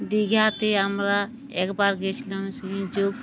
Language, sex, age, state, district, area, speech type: Bengali, female, 60+, West Bengal, Uttar Dinajpur, urban, spontaneous